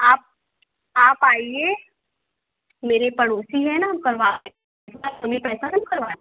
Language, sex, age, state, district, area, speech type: Hindi, female, 18-30, Uttar Pradesh, Prayagraj, urban, conversation